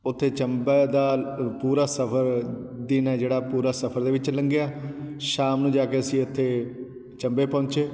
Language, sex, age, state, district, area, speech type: Punjabi, male, 30-45, Punjab, Patiala, urban, spontaneous